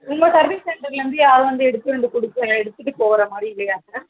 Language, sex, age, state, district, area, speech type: Tamil, female, 18-30, Tamil Nadu, Chennai, urban, conversation